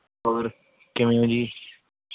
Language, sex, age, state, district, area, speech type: Punjabi, male, 18-30, Punjab, Mohali, rural, conversation